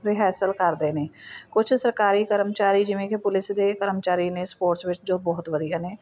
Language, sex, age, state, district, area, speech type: Punjabi, female, 30-45, Punjab, Fatehgarh Sahib, rural, spontaneous